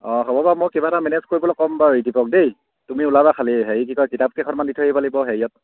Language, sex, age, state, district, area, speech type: Assamese, male, 30-45, Assam, Sivasagar, rural, conversation